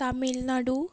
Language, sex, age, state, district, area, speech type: Goan Konkani, female, 18-30, Goa, Ponda, rural, spontaneous